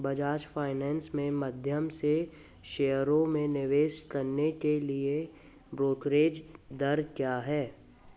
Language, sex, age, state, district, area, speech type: Hindi, male, 30-45, Madhya Pradesh, Jabalpur, urban, read